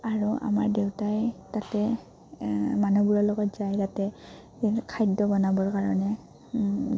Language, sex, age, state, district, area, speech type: Assamese, female, 18-30, Assam, Udalguri, rural, spontaneous